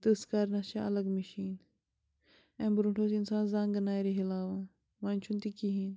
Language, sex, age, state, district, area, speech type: Kashmiri, female, 30-45, Jammu and Kashmir, Bandipora, rural, spontaneous